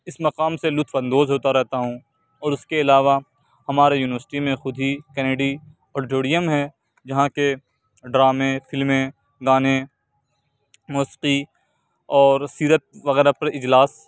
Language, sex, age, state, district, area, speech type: Urdu, male, 45-60, Uttar Pradesh, Aligarh, urban, spontaneous